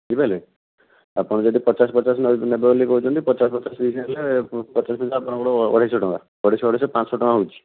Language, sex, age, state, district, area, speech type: Odia, male, 45-60, Odisha, Bhadrak, rural, conversation